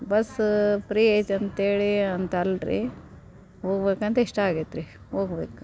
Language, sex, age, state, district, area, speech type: Kannada, female, 30-45, Karnataka, Dharwad, rural, spontaneous